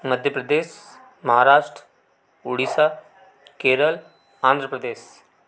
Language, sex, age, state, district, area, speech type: Hindi, male, 45-60, Madhya Pradesh, Betul, rural, spontaneous